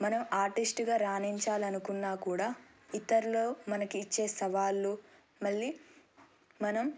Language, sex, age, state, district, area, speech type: Telugu, female, 18-30, Telangana, Nirmal, rural, spontaneous